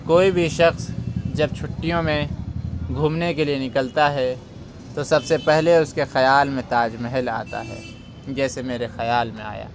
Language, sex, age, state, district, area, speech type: Urdu, male, 30-45, Uttar Pradesh, Lucknow, rural, spontaneous